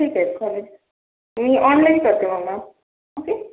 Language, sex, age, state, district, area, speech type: Marathi, female, 45-60, Maharashtra, Yavatmal, urban, conversation